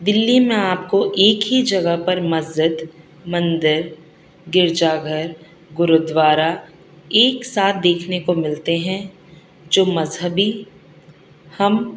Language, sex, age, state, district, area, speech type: Urdu, female, 30-45, Delhi, South Delhi, urban, spontaneous